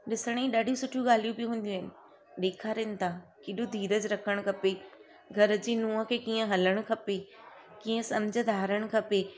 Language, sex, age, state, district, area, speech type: Sindhi, female, 30-45, Gujarat, Surat, urban, spontaneous